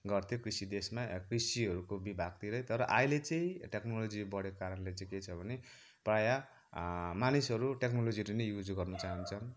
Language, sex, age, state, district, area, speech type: Nepali, male, 30-45, West Bengal, Kalimpong, rural, spontaneous